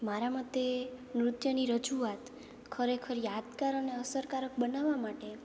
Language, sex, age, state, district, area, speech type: Gujarati, female, 18-30, Gujarat, Morbi, urban, spontaneous